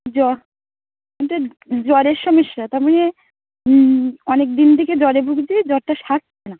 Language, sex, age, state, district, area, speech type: Bengali, female, 30-45, West Bengal, Dakshin Dinajpur, urban, conversation